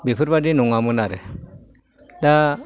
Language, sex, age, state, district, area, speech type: Bodo, male, 60+, Assam, Kokrajhar, rural, spontaneous